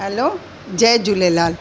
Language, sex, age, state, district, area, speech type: Sindhi, female, 45-60, Delhi, South Delhi, urban, spontaneous